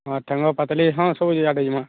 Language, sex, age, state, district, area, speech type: Odia, male, 18-30, Odisha, Subarnapur, urban, conversation